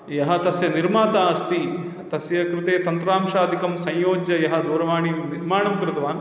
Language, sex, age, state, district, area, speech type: Sanskrit, male, 30-45, Kerala, Thrissur, urban, spontaneous